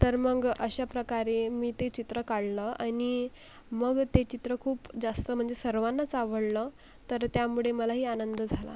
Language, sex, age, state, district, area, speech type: Marathi, female, 18-30, Maharashtra, Akola, rural, spontaneous